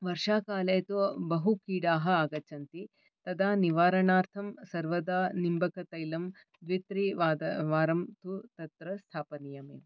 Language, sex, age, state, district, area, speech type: Sanskrit, female, 45-60, Karnataka, Bangalore Urban, urban, spontaneous